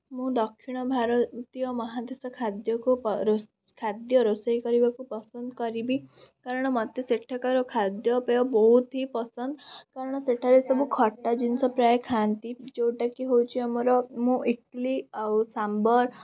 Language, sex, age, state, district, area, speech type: Odia, female, 18-30, Odisha, Cuttack, urban, spontaneous